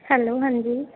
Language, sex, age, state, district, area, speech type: Punjabi, female, 18-30, Punjab, Faridkot, urban, conversation